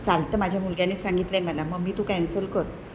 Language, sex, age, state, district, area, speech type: Marathi, female, 45-60, Maharashtra, Ratnagiri, urban, spontaneous